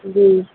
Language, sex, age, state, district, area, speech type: Urdu, female, 18-30, Telangana, Hyderabad, urban, conversation